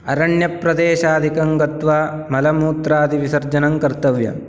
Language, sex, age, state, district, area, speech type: Sanskrit, male, 18-30, Karnataka, Uttara Kannada, rural, spontaneous